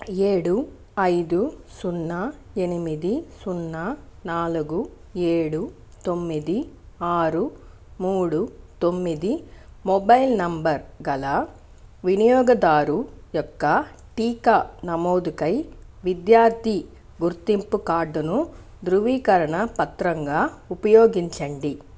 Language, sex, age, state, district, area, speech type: Telugu, female, 45-60, Andhra Pradesh, Sri Balaji, rural, read